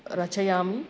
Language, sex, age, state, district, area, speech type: Sanskrit, female, 45-60, Andhra Pradesh, East Godavari, urban, spontaneous